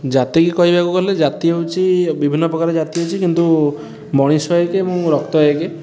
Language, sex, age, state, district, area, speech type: Odia, male, 30-45, Odisha, Puri, urban, spontaneous